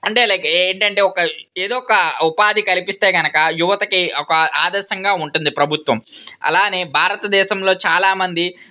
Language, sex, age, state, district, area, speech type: Telugu, male, 18-30, Andhra Pradesh, Vizianagaram, urban, spontaneous